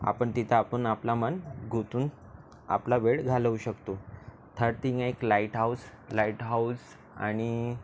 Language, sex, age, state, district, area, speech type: Marathi, male, 18-30, Maharashtra, Nagpur, urban, spontaneous